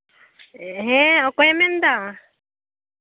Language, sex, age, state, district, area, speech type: Santali, female, 30-45, West Bengal, Malda, rural, conversation